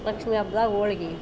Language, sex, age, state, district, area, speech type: Kannada, female, 60+, Karnataka, Koppal, rural, spontaneous